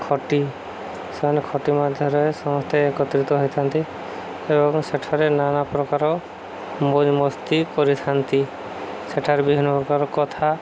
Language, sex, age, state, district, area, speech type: Odia, male, 30-45, Odisha, Subarnapur, urban, spontaneous